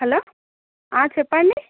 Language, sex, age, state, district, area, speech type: Telugu, female, 18-30, Telangana, Jangaon, rural, conversation